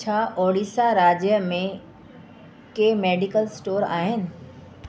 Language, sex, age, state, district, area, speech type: Sindhi, female, 45-60, Delhi, South Delhi, urban, read